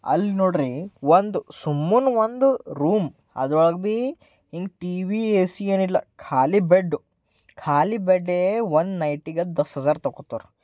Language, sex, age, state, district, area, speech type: Kannada, male, 18-30, Karnataka, Bidar, urban, spontaneous